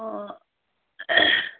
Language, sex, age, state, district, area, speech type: Assamese, female, 30-45, Assam, Majuli, urban, conversation